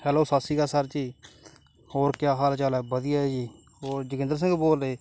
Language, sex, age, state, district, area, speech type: Punjabi, male, 18-30, Punjab, Kapurthala, rural, spontaneous